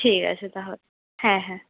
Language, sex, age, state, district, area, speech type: Bengali, female, 60+, West Bengal, Purulia, rural, conversation